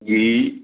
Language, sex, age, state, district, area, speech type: Hindi, male, 30-45, Madhya Pradesh, Gwalior, rural, conversation